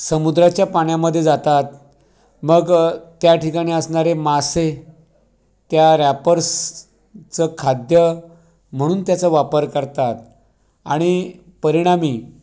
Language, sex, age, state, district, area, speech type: Marathi, male, 45-60, Maharashtra, Raigad, rural, spontaneous